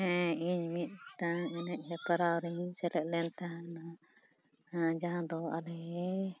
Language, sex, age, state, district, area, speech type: Santali, female, 30-45, Jharkhand, East Singhbhum, rural, spontaneous